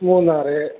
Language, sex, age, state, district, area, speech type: Malayalam, male, 18-30, Kerala, Kasaragod, rural, conversation